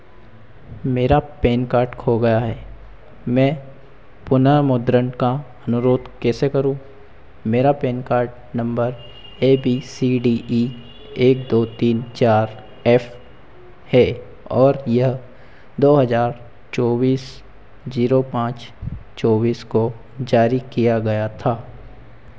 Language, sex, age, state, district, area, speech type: Hindi, male, 60+, Madhya Pradesh, Harda, urban, read